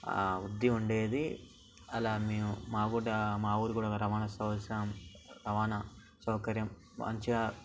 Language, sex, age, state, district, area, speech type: Telugu, male, 18-30, Telangana, Medchal, urban, spontaneous